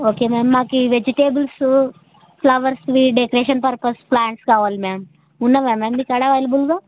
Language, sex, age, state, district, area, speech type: Telugu, female, 30-45, Andhra Pradesh, Kurnool, rural, conversation